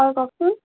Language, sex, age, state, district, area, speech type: Assamese, female, 30-45, Assam, Golaghat, urban, conversation